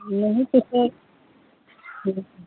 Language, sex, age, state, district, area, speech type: Hindi, male, 30-45, Uttar Pradesh, Mau, rural, conversation